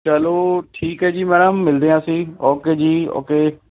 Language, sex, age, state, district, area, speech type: Punjabi, male, 30-45, Punjab, Ludhiana, urban, conversation